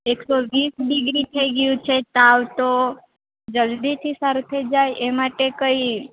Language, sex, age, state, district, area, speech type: Gujarati, female, 18-30, Gujarat, Valsad, rural, conversation